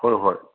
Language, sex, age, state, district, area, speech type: Manipuri, male, 30-45, Manipur, Kangpokpi, urban, conversation